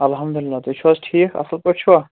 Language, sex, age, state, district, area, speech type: Kashmiri, male, 30-45, Jammu and Kashmir, Shopian, rural, conversation